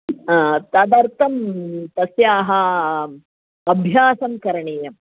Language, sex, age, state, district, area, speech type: Sanskrit, female, 60+, Tamil Nadu, Chennai, urban, conversation